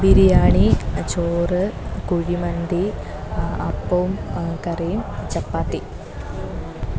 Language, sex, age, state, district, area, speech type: Malayalam, female, 30-45, Kerala, Alappuzha, rural, spontaneous